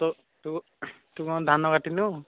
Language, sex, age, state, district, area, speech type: Odia, male, 18-30, Odisha, Puri, urban, conversation